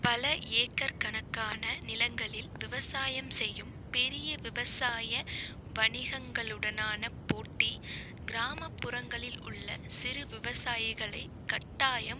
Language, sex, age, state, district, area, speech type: Tamil, female, 45-60, Tamil Nadu, Pudukkottai, rural, spontaneous